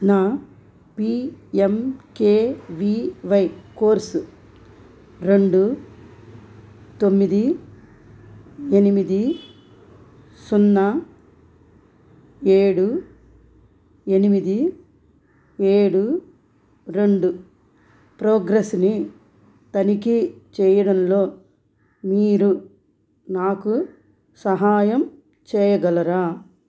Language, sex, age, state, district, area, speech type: Telugu, female, 45-60, Andhra Pradesh, Krishna, rural, read